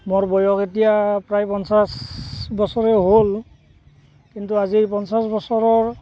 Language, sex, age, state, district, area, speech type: Assamese, male, 45-60, Assam, Barpeta, rural, spontaneous